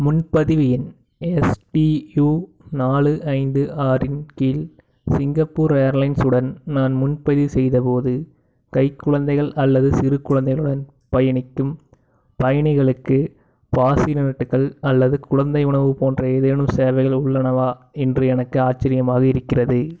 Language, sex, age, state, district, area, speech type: Tamil, male, 18-30, Tamil Nadu, Tiruppur, urban, read